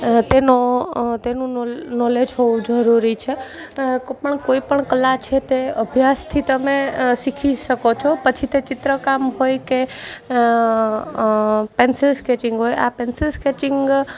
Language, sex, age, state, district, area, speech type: Gujarati, female, 30-45, Gujarat, Junagadh, urban, spontaneous